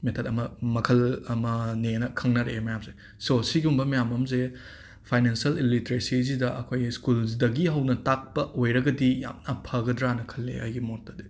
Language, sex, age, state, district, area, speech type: Manipuri, male, 30-45, Manipur, Imphal West, urban, spontaneous